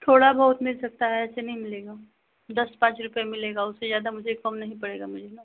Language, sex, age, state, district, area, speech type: Hindi, female, 30-45, Uttar Pradesh, Ghazipur, rural, conversation